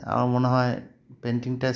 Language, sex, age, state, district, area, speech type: Bengali, male, 30-45, West Bengal, Cooch Behar, urban, spontaneous